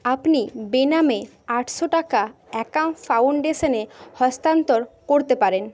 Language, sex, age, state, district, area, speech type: Bengali, female, 30-45, West Bengal, Jhargram, rural, read